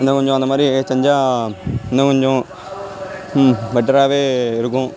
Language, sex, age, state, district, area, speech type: Tamil, male, 18-30, Tamil Nadu, Thoothukudi, rural, spontaneous